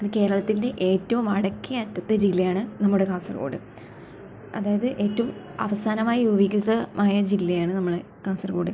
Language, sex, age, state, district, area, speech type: Malayalam, female, 18-30, Kerala, Kasaragod, rural, spontaneous